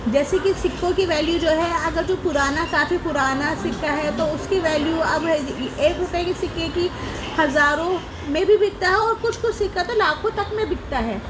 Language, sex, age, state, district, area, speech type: Urdu, female, 18-30, Delhi, Central Delhi, urban, spontaneous